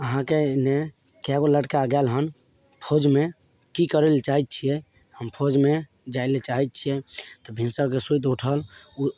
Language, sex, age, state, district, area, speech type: Maithili, male, 18-30, Bihar, Samastipur, rural, spontaneous